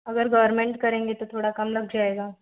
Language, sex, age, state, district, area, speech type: Hindi, female, 30-45, Uttar Pradesh, Ayodhya, rural, conversation